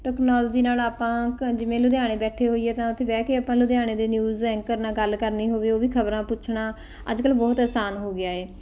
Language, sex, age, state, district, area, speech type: Punjabi, female, 45-60, Punjab, Ludhiana, urban, spontaneous